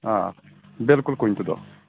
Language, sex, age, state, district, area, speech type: Kashmiri, female, 18-30, Jammu and Kashmir, Kulgam, rural, conversation